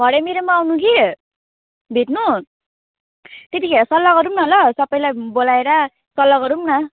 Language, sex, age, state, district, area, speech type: Nepali, female, 18-30, West Bengal, Jalpaiguri, urban, conversation